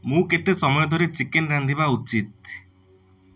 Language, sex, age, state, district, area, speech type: Odia, male, 30-45, Odisha, Cuttack, urban, read